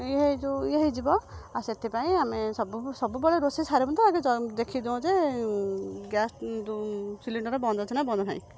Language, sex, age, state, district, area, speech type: Odia, female, 45-60, Odisha, Kendujhar, urban, spontaneous